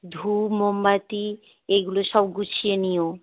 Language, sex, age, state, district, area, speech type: Bengali, female, 45-60, West Bengal, Hooghly, rural, conversation